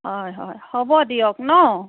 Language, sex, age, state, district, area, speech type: Assamese, female, 60+, Assam, Biswanath, rural, conversation